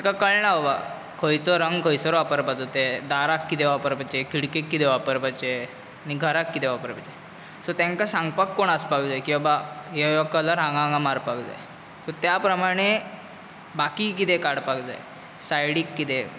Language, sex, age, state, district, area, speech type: Goan Konkani, male, 18-30, Goa, Bardez, urban, spontaneous